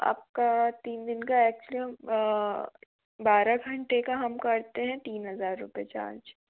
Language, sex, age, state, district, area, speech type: Hindi, female, 30-45, Madhya Pradesh, Bhopal, urban, conversation